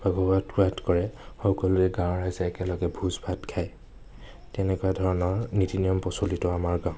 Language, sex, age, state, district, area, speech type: Assamese, male, 30-45, Assam, Nagaon, rural, spontaneous